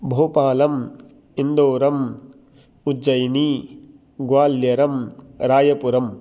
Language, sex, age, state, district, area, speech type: Sanskrit, male, 45-60, Madhya Pradesh, Indore, rural, spontaneous